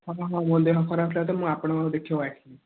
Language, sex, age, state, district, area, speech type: Odia, male, 18-30, Odisha, Ganjam, urban, conversation